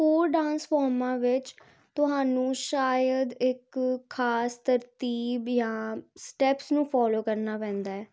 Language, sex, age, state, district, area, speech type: Punjabi, female, 18-30, Punjab, Jalandhar, urban, spontaneous